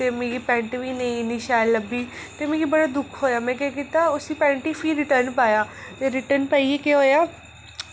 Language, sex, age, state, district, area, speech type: Dogri, female, 18-30, Jammu and Kashmir, Reasi, urban, spontaneous